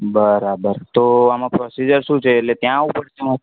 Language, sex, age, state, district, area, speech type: Gujarati, male, 18-30, Gujarat, Anand, urban, conversation